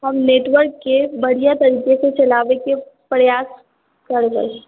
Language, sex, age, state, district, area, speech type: Maithili, female, 45-60, Bihar, Sitamarhi, urban, conversation